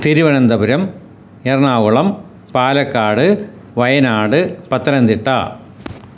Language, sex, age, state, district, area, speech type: Malayalam, male, 60+, Kerala, Ernakulam, rural, spontaneous